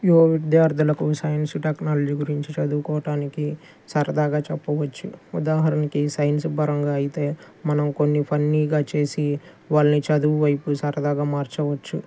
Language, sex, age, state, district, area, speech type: Telugu, male, 30-45, Andhra Pradesh, Guntur, urban, spontaneous